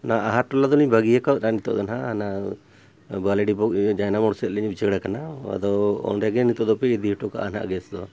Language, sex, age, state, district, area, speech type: Santali, male, 60+, Jharkhand, Bokaro, rural, spontaneous